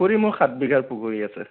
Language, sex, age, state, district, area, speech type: Assamese, male, 30-45, Assam, Sonitpur, rural, conversation